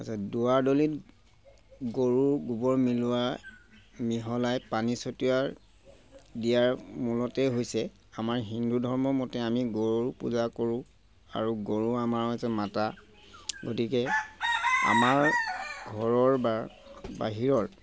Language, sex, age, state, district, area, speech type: Assamese, male, 30-45, Assam, Sivasagar, rural, spontaneous